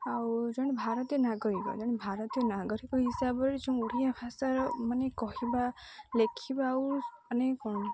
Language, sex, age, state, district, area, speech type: Odia, female, 18-30, Odisha, Jagatsinghpur, rural, spontaneous